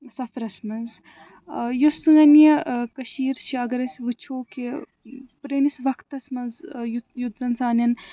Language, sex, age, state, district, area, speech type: Kashmiri, female, 30-45, Jammu and Kashmir, Srinagar, urban, spontaneous